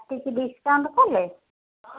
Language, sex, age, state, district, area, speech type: Odia, female, 30-45, Odisha, Cuttack, urban, conversation